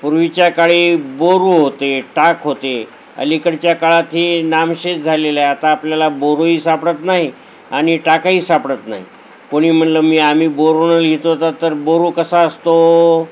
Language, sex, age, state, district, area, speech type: Marathi, male, 60+, Maharashtra, Nanded, urban, spontaneous